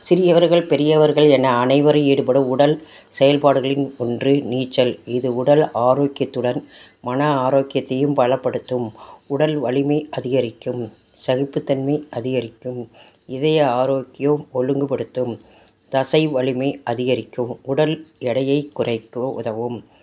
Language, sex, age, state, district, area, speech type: Tamil, female, 60+, Tamil Nadu, Tiruchirappalli, rural, spontaneous